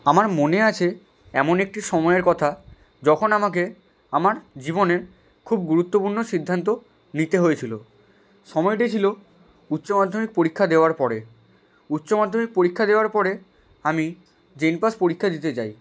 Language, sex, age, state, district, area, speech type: Bengali, male, 60+, West Bengal, Nadia, rural, spontaneous